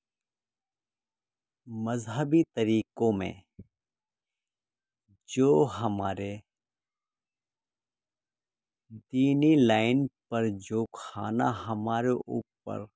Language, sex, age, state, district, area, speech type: Urdu, male, 30-45, Uttar Pradesh, Muzaffarnagar, urban, spontaneous